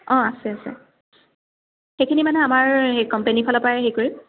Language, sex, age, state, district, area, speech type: Assamese, female, 30-45, Assam, Dibrugarh, urban, conversation